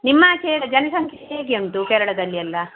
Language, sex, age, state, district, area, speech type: Kannada, female, 45-60, Karnataka, Dakshina Kannada, rural, conversation